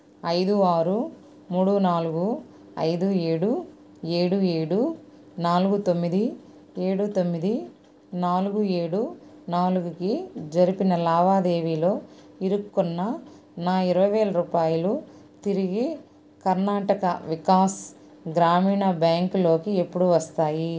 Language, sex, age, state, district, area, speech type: Telugu, female, 45-60, Andhra Pradesh, Nellore, rural, read